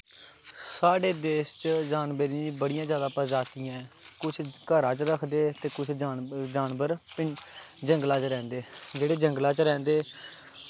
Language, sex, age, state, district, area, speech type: Dogri, male, 18-30, Jammu and Kashmir, Kathua, rural, spontaneous